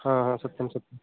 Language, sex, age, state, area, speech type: Sanskrit, male, 18-30, Uttarakhand, urban, conversation